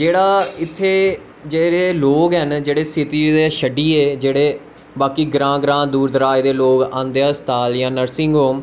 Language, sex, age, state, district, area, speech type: Dogri, male, 18-30, Jammu and Kashmir, Udhampur, urban, spontaneous